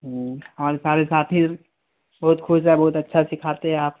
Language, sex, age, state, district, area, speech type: Urdu, male, 18-30, Bihar, Gaya, rural, conversation